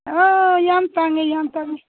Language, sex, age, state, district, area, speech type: Manipuri, female, 60+, Manipur, Ukhrul, rural, conversation